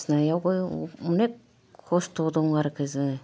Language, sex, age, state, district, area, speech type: Bodo, female, 45-60, Assam, Kokrajhar, urban, spontaneous